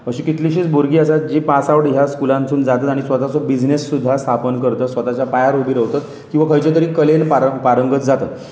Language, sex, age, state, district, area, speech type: Goan Konkani, male, 30-45, Goa, Pernem, rural, spontaneous